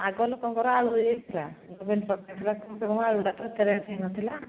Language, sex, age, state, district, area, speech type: Odia, female, 45-60, Odisha, Angul, rural, conversation